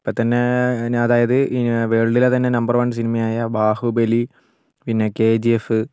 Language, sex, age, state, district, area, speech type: Malayalam, male, 45-60, Kerala, Wayanad, rural, spontaneous